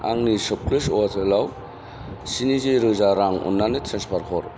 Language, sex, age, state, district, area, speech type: Bodo, male, 45-60, Assam, Kokrajhar, rural, read